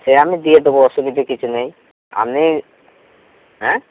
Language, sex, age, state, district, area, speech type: Bengali, male, 18-30, West Bengal, Howrah, urban, conversation